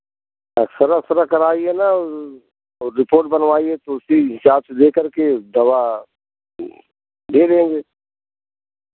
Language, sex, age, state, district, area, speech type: Hindi, male, 45-60, Uttar Pradesh, Pratapgarh, rural, conversation